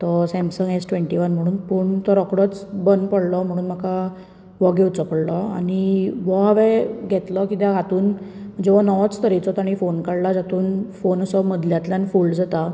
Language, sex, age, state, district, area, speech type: Goan Konkani, female, 18-30, Goa, Bardez, urban, spontaneous